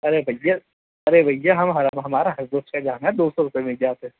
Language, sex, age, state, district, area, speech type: Urdu, male, 18-30, Delhi, East Delhi, urban, conversation